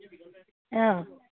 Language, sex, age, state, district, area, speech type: Assamese, female, 30-45, Assam, Sivasagar, rural, conversation